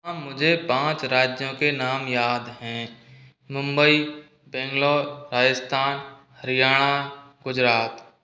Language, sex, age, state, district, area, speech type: Hindi, male, 45-60, Rajasthan, Karauli, rural, spontaneous